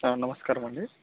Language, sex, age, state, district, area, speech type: Telugu, male, 18-30, Telangana, Khammam, urban, conversation